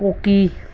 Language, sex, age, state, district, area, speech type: Sindhi, female, 30-45, Uttar Pradesh, Lucknow, rural, spontaneous